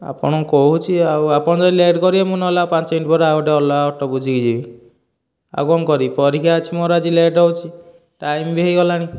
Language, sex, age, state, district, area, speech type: Odia, male, 18-30, Odisha, Dhenkanal, rural, spontaneous